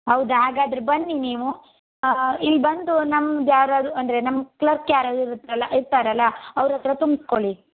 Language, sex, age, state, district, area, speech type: Kannada, female, 30-45, Karnataka, Shimoga, rural, conversation